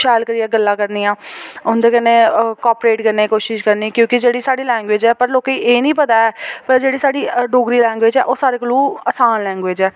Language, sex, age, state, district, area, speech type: Dogri, female, 18-30, Jammu and Kashmir, Jammu, rural, spontaneous